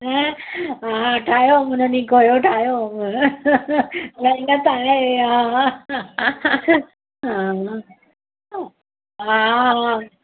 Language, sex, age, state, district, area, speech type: Sindhi, female, 45-60, Maharashtra, Mumbai Suburban, urban, conversation